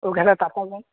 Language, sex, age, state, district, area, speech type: Telugu, male, 30-45, Telangana, Jangaon, rural, conversation